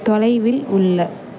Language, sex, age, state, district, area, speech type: Tamil, female, 18-30, Tamil Nadu, Perambalur, urban, read